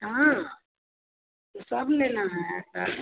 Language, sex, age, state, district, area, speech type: Hindi, female, 60+, Bihar, Madhepura, rural, conversation